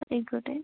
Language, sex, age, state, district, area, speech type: Malayalam, female, 18-30, Kerala, Wayanad, rural, conversation